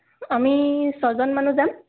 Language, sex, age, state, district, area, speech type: Assamese, female, 18-30, Assam, Dhemaji, urban, conversation